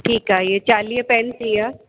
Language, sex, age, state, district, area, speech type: Sindhi, female, 30-45, Rajasthan, Ajmer, urban, conversation